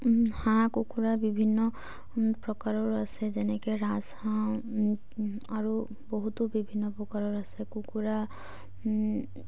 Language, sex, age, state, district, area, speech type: Assamese, female, 18-30, Assam, Charaideo, rural, spontaneous